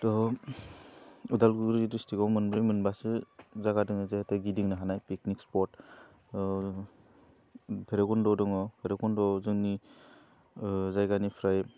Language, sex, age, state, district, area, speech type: Bodo, male, 18-30, Assam, Udalguri, urban, spontaneous